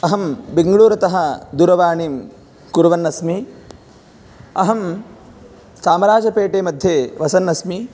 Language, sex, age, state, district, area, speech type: Sanskrit, male, 18-30, Karnataka, Gadag, rural, spontaneous